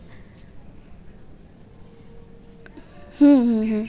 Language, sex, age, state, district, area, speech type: Bengali, female, 18-30, West Bengal, Birbhum, urban, spontaneous